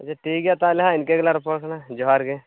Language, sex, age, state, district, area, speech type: Santali, male, 18-30, West Bengal, Purulia, rural, conversation